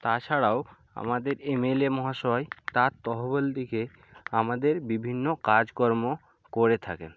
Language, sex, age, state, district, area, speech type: Bengali, male, 45-60, West Bengal, Purba Medinipur, rural, spontaneous